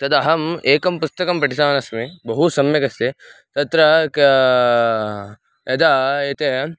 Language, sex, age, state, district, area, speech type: Sanskrit, male, 18-30, Karnataka, Davanagere, rural, spontaneous